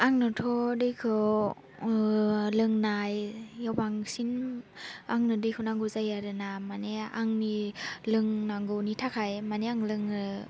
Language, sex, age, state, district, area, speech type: Bodo, female, 18-30, Assam, Baksa, rural, spontaneous